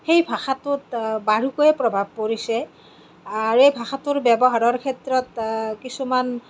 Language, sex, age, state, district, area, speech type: Assamese, female, 30-45, Assam, Kamrup Metropolitan, urban, spontaneous